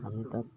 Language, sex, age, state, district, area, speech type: Assamese, male, 60+, Assam, Udalguri, rural, spontaneous